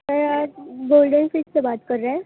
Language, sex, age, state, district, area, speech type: Urdu, female, 30-45, Delhi, Central Delhi, urban, conversation